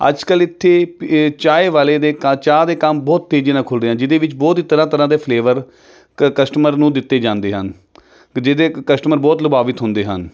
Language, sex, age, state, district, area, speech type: Punjabi, male, 30-45, Punjab, Jalandhar, urban, spontaneous